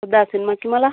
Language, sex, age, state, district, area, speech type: Telugu, female, 18-30, Telangana, Vikarabad, urban, conversation